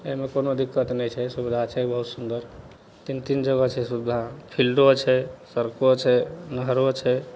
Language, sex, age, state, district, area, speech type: Maithili, male, 45-60, Bihar, Madhepura, rural, spontaneous